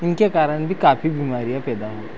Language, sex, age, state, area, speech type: Hindi, male, 30-45, Madhya Pradesh, rural, spontaneous